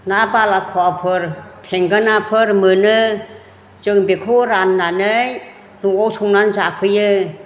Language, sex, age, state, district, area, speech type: Bodo, female, 60+, Assam, Chirang, urban, spontaneous